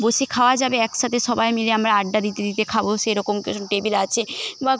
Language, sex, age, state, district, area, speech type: Bengali, female, 18-30, West Bengal, Paschim Medinipur, rural, spontaneous